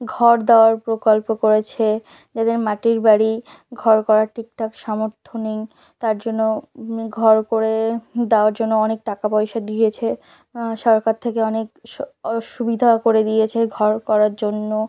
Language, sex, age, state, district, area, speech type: Bengali, female, 18-30, West Bengal, South 24 Parganas, rural, spontaneous